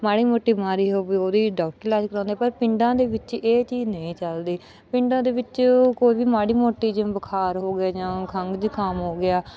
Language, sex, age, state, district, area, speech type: Punjabi, female, 30-45, Punjab, Bathinda, rural, spontaneous